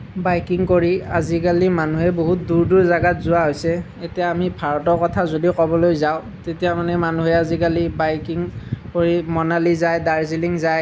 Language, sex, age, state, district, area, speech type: Assamese, male, 18-30, Assam, Nalbari, rural, spontaneous